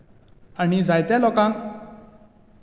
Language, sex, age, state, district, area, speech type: Goan Konkani, male, 18-30, Goa, Bardez, rural, spontaneous